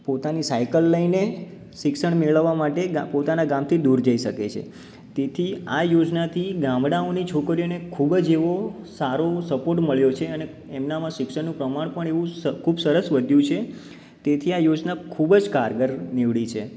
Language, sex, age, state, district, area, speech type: Gujarati, male, 30-45, Gujarat, Ahmedabad, urban, spontaneous